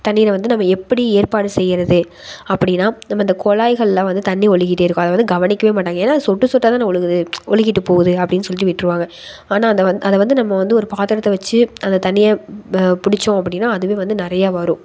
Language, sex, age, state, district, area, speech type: Tamil, female, 18-30, Tamil Nadu, Tiruppur, rural, spontaneous